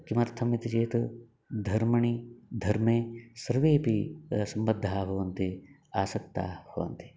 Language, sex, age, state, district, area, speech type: Sanskrit, male, 45-60, Karnataka, Uttara Kannada, rural, spontaneous